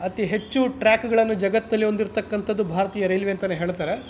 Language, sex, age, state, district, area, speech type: Kannada, male, 30-45, Karnataka, Kolar, urban, spontaneous